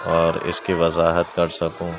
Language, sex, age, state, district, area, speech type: Urdu, male, 18-30, Uttar Pradesh, Gautam Buddha Nagar, urban, spontaneous